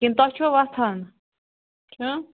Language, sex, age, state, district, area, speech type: Kashmiri, female, 45-60, Jammu and Kashmir, Budgam, rural, conversation